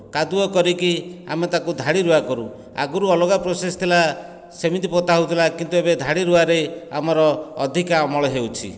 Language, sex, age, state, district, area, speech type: Odia, male, 45-60, Odisha, Dhenkanal, rural, spontaneous